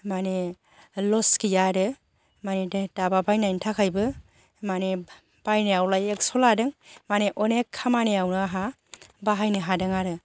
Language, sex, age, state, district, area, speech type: Bodo, female, 45-60, Assam, Chirang, rural, spontaneous